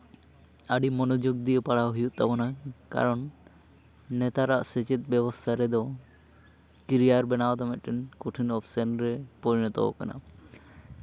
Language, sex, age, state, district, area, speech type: Santali, male, 18-30, West Bengal, Jhargram, rural, spontaneous